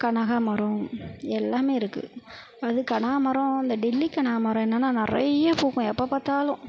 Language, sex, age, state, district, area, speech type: Tamil, female, 45-60, Tamil Nadu, Perambalur, urban, spontaneous